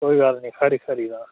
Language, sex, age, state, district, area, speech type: Dogri, male, 18-30, Jammu and Kashmir, Udhampur, rural, conversation